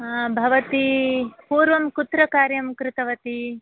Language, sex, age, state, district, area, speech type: Sanskrit, female, 60+, Karnataka, Bangalore Urban, urban, conversation